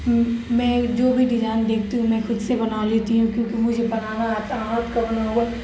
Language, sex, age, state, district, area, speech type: Urdu, female, 30-45, Bihar, Darbhanga, rural, spontaneous